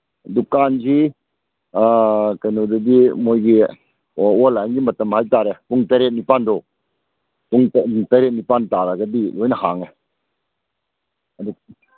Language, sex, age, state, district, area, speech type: Manipuri, male, 60+, Manipur, Kakching, rural, conversation